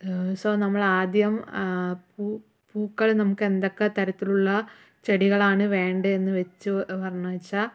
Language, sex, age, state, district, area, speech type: Malayalam, female, 30-45, Kerala, Palakkad, urban, spontaneous